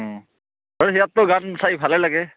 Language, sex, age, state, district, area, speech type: Assamese, male, 30-45, Assam, Barpeta, rural, conversation